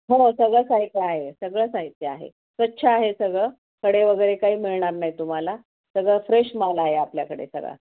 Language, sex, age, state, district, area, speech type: Marathi, female, 45-60, Maharashtra, Osmanabad, rural, conversation